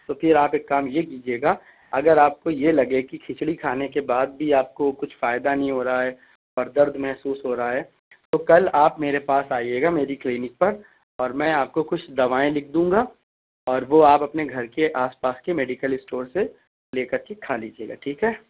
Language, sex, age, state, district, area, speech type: Urdu, male, 18-30, Uttar Pradesh, Shahjahanpur, urban, conversation